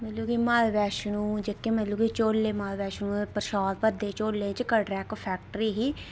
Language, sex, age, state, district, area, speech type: Dogri, female, 30-45, Jammu and Kashmir, Reasi, rural, spontaneous